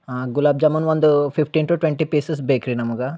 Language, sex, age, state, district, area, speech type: Kannada, male, 18-30, Karnataka, Bidar, urban, spontaneous